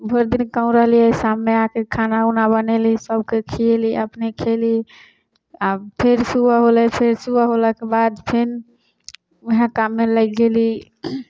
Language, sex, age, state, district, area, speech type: Maithili, female, 18-30, Bihar, Samastipur, rural, spontaneous